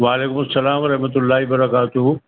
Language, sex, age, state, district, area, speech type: Urdu, male, 60+, Uttar Pradesh, Rampur, urban, conversation